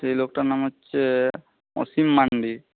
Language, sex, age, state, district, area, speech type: Bengali, male, 18-30, West Bengal, Jhargram, rural, conversation